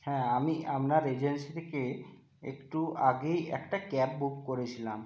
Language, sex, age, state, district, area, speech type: Bengali, male, 45-60, West Bengal, Jhargram, rural, spontaneous